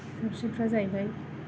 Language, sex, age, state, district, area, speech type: Bodo, female, 30-45, Assam, Kokrajhar, rural, spontaneous